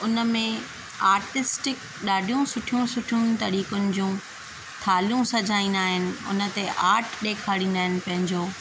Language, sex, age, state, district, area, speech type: Sindhi, female, 30-45, Maharashtra, Thane, urban, spontaneous